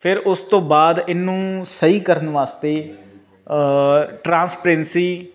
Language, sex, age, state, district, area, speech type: Punjabi, male, 18-30, Punjab, Faridkot, urban, spontaneous